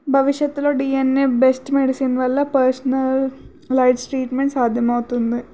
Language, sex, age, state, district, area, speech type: Telugu, female, 18-30, Telangana, Nagarkurnool, urban, spontaneous